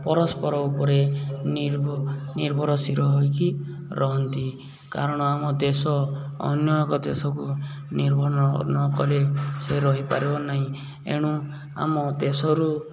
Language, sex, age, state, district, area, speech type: Odia, male, 18-30, Odisha, Subarnapur, urban, spontaneous